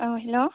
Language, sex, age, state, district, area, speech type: Bodo, female, 30-45, Assam, Kokrajhar, rural, conversation